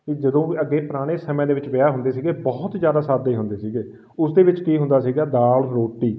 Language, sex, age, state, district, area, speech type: Punjabi, male, 30-45, Punjab, Fatehgarh Sahib, rural, spontaneous